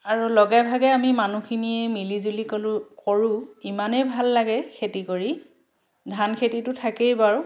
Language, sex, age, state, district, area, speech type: Assamese, female, 30-45, Assam, Dhemaji, urban, spontaneous